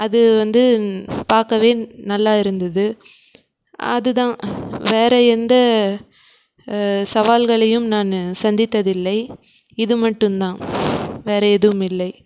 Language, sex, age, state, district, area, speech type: Tamil, female, 18-30, Tamil Nadu, Krishnagiri, rural, spontaneous